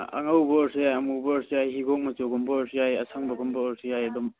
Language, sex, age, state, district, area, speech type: Manipuri, male, 18-30, Manipur, Kangpokpi, urban, conversation